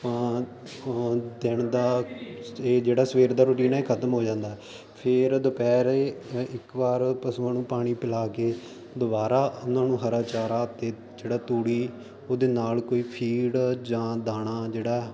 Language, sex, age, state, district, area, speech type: Punjabi, male, 18-30, Punjab, Faridkot, rural, spontaneous